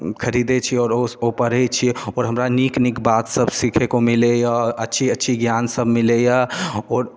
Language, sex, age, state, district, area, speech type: Maithili, male, 18-30, Bihar, Darbhanga, rural, spontaneous